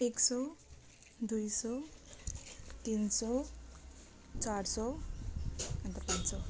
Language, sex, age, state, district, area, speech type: Nepali, female, 30-45, West Bengal, Jalpaiguri, rural, spontaneous